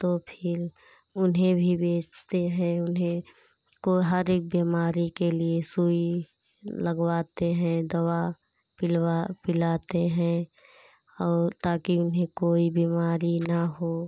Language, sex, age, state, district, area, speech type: Hindi, female, 30-45, Uttar Pradesh, Pratapgarh, rural, spontaneous